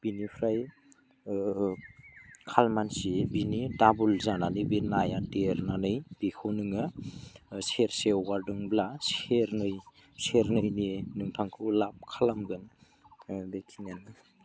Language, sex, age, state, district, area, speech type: Bodo, male, 18-30, Assam, Udalguri, rural, spontaneous